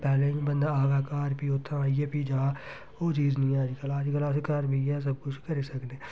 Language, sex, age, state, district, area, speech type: Dogri, male, 30-45, Jammu and Kashmir, Reasi, rural, spontaneous